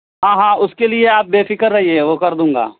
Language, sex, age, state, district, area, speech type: Urdu, male, 30-45, Bihar, East Champaran, urban, conversation